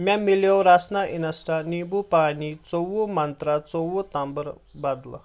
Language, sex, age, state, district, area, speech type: Kashmiri, male, 18-30, Jammu and Kashmir, Kulgam, urban, read